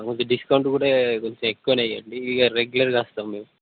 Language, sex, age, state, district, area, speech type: Telugu, male, 18-30, Telangana, Peddapalli, rural, conversation